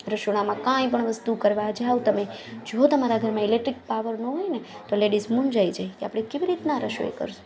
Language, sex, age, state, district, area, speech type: Gujarati, female, 30-45, Gujarat, Junagadh, urban, spontaneous